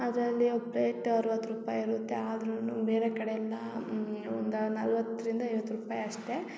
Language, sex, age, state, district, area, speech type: Kannada, female, 30-45, Karnataka, Hassan, urban, spontaneous